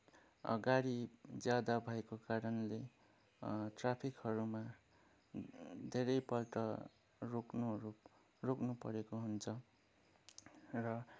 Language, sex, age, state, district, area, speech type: Nepali, male, 18-30, West Bengal, Kalimpong, rural, spontaneous